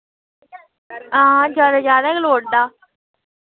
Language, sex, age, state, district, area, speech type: Dogri, female, 30-45, Jammu and Kashmir, Udhampur, rural, conversation